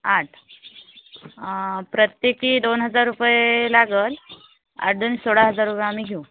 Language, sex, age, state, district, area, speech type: Marathi, female, 45-60, Maharashtra, Washim, rural, conversation